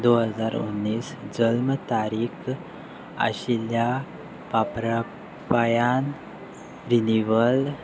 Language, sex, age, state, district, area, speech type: Goan Konkani, male, 18-30, Goa, Salcete, rural, read